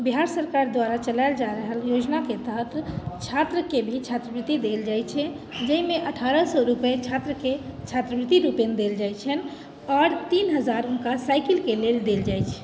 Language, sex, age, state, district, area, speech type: Maithili, female, 30-45, Bihar, Madhubani, rural, spontaneous